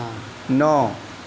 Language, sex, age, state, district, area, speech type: Urdu, male, 18-30, Uttar Pradesh, Gautam Buddha Nagar, rural, read